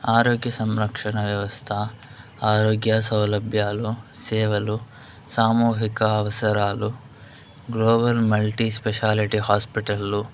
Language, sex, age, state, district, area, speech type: Telugu, male, 18-30, Andhra Pradesh, Chittoor, urban, spontaneous